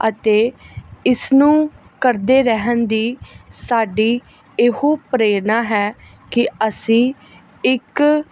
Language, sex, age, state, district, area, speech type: Punjabi, female, 18-30, Punjab, Gurdaspur, urban, spontaneous